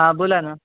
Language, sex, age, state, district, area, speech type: Marathi, male, 18-30, Maharashtra, Nanded, rural, conversation